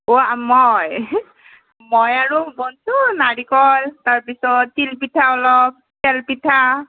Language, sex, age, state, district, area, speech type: Assamese, female, 18-30, Assam, Nalbari, rural, conversation